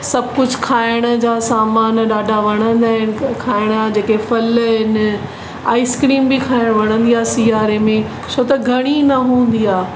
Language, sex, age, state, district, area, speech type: Sindhi, female, 45-60, Maharashtra, Mumbai Suburban, urban, spontaneous